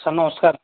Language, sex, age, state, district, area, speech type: Odia, male, 18-30, Odisha, Mayurbhanj, rural, conversation